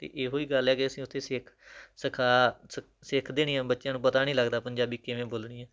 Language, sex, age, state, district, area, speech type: Punjabi, male, 30-45, Punjab, Tarn Taran, rural, spontaneous